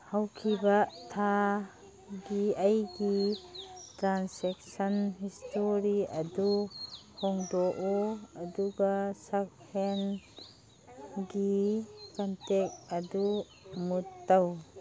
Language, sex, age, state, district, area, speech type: Manipuri, female, 45-60, Manipur, Kangpokpi, urban, read